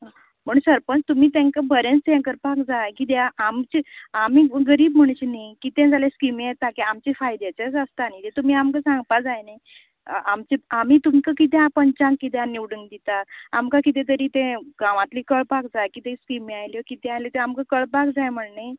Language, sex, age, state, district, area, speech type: Goan Konkani, female, 45-60, Goa, Canacona, rural, conversation